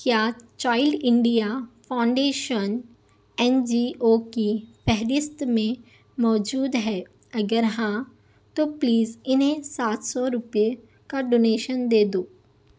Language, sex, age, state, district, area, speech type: Urdu, female, 18-30, Telangana, Hyderabad, urban, read